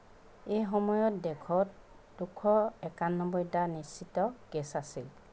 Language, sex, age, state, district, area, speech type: Assamese, female, 45-60, Assam, Jorhat, urban, read